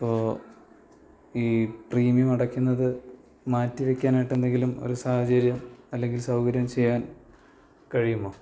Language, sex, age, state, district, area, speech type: Malayalam, male, 18-30, Kerala, Thiruvananthapuram, rural, spontaneous